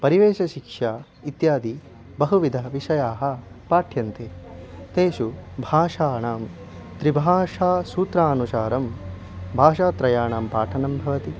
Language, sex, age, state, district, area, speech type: Sanskrit, male, 18-30, Odisha, Khordha, urban, spontaneous